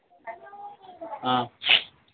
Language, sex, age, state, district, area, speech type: Manipuri, male, 18-30, Manipur, Kangpokpi, urban, conversation